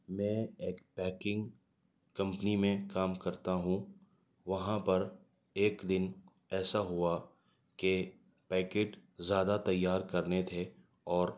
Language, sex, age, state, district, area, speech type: Urdu, male, 30-45, Delhi, Central Delhi, urban, spontaneous